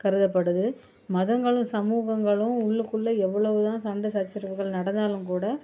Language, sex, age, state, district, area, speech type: Tamil, female, 30-45, Tamil Nadu, Chennai, urban, spontaneous